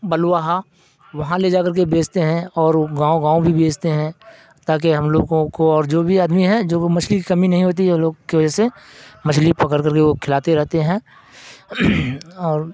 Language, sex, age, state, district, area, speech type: Urdu, male, 60+, Bihar, Darbhanga, rural, spontaneous